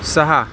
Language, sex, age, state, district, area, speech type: Marathi, male, 45-60, Maharashtra, Akola, urban, read